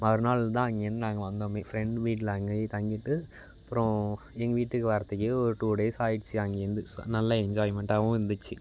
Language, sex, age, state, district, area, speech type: Tamil, male, 18-30, Tamil Nadu, Thanjavur, urban, spontaneous